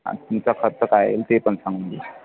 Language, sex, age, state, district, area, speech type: Marathi, male, 18-30, Maharashtra, Amravati, rural, conversation